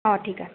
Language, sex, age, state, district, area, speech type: Assamese, female, 18-30, Assam, Jorhat, urban, conversation